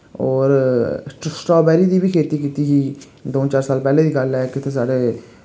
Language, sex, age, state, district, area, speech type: Dogri, male, 18-30, Jammu and Kashmir, Reasi, rural, spontaneous